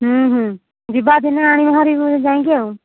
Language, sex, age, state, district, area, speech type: Odia, female, 60+, Odisha, Jharsuguda, rural, conversation